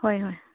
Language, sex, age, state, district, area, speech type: Manipuri, female, 18-30, Manipur, Churachandpur, rural, conversation